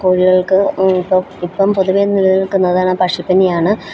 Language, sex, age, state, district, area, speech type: Malayalam, female, 30-45, Kerala, Alappuzha, rural, spontaneous